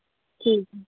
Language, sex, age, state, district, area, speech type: Urdu, female, 30-45, Uttar Pradesh, Lucknow, rural, conversation